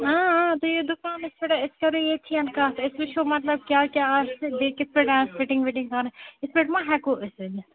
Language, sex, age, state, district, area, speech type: Kashmiri, female, 18-30, Jammu and Kashmir, Srinagar, urban, conversation